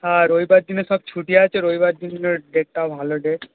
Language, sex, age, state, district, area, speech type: Bengali, male, 18-30, West Bengal, Darjeeling, rural, conversation